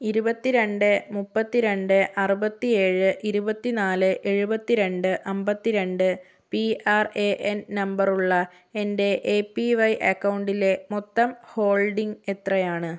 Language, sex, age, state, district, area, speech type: Malayalam, female, 18-30, Kerala, Kozhikode, urban, read